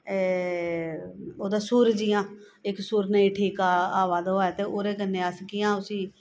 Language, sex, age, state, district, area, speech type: Dogri, female, 45-60, Jammu and Kashmir, Jammu, urban, spontaneous